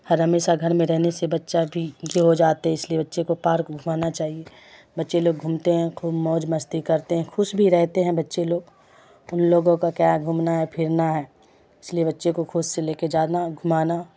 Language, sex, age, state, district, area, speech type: Urdu, female, 45-60, Bihar, Khagaria, rural, spontaneous